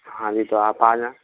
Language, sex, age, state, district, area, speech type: Hindi, male, 60+, Rajasthan, Karauli, rural, conversation